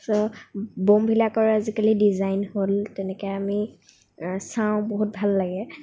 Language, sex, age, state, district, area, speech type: Assamese, female, 18-30, Assam, Nagaon, rural, spontaneous